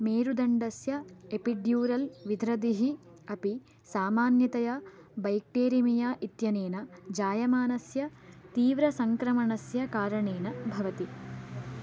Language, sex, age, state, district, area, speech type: Sanskrit, female, 18-30, Karnataka, Chikkamagaluru, urban, read